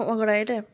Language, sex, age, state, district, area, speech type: Goan Konkani, female, 30-45, Goa, Murmgao, rural, spontaneous